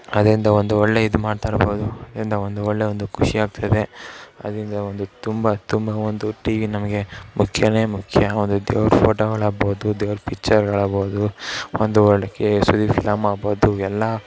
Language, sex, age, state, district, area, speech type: Kannada, male, 18-30, Karnataka, Mysore, urban, spontaneous